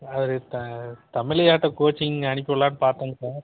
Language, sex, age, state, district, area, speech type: Tamil, male, 30-45, Tamil Nadu, Salem, urban, conversation